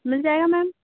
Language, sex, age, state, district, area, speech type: Hindi, female, 18-30, Madhya Pradesh, Betul, urban, conversation